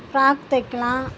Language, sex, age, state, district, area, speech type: Tamil, female, 60+, Tamil Nadu, Tiruchirappalli, rural, spontaneous